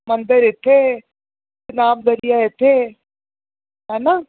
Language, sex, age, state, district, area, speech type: Dogri, female, 30-45, Jammu and Kashmir, Jammu, rural, conversation